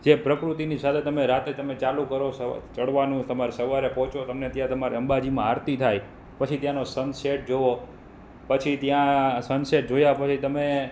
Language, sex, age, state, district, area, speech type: Gujarati, male, 30-45, Gujarat, Rajkot, urban, spontaneous